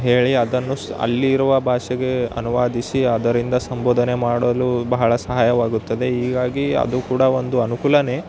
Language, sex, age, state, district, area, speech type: Kannada, male, 18-30, Karnataka, Yadgir, rural, spontaneous